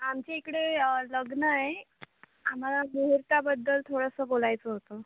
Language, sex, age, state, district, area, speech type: Marathi, female, 18-30, Maharashtra, Washim, rural, conversation